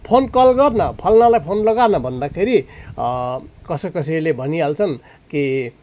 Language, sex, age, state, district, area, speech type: Nepali, male, 45-60, West Bengal, Darjeeling, rural, spontaneous